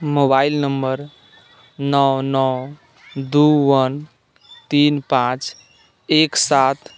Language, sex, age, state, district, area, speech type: Maithili, male, 45-60, Bihar, Sitamarhi, rural, read